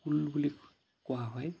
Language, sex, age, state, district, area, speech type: Assamese, male, 30-45, Assam, Jorhat, urban, spontaneous